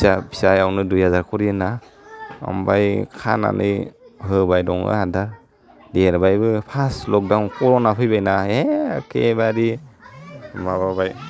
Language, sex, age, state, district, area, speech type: Bodo, male, 30-45, Assam, Udalguri, rural, spontaneous